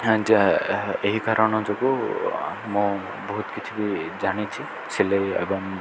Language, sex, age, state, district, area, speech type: Odia, male, 18-30, Odisha, Koraput, urban, spontaneous